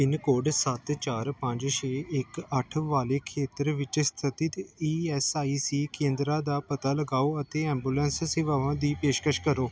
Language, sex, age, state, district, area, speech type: Punjabi, male, 18-30, Punjab, Gurdaspur, urban, read